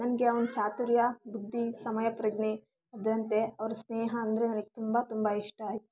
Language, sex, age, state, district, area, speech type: Kannada, female, 18-30, Karnataka, Chitradurga, rural, spontaneous